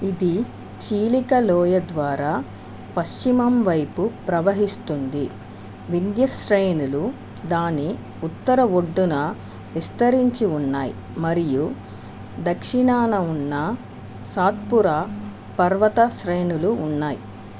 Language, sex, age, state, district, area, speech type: Telugu, female, 60+, Andhra Pradesh, Chittoor, rural, read